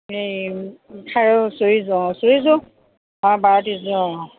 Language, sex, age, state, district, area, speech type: Assamese, female, 30-45, Assam, Sivasagar, rural, conversation